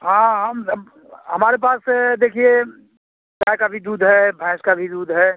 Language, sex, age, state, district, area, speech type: Hindi, male, 45-60, Uttar Pradesh, Azamgarh, rural, conversation